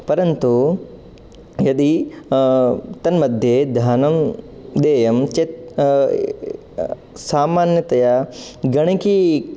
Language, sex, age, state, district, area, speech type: Sanskrit, male, 18-30, Rajasthan, Jodhpur, urban, spontaneous